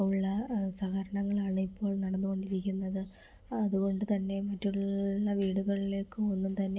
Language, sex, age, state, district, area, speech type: Malayalam, female, 18-30, Kerala, Kollam, rural, spontaneous